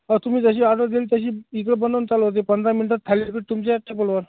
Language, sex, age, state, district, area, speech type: Marathi, male, 30-45, Maharashtra, Akola, urban, conversation